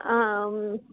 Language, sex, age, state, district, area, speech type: Sanskrit, female, 45-60, Tamil Nadu, Kanyakumari, urban, conversation